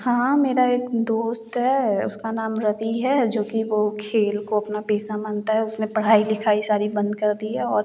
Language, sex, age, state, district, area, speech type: Hindi, female, 18-30, Uttar Pradesh, Jaunpur, rural, spontaneous